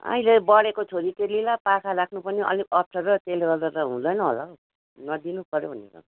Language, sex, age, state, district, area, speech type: Nepali, female, 45-60, West Bengal, Darjeeling, rural, conversation